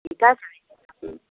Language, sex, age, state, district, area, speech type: Bengali, female, 45-60, West Bengal, Purba Medinipur, rural, conversation